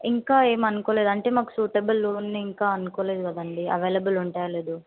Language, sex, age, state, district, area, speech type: Telugu, female, 18-30, Telangana, Sangareddy, urban, conversation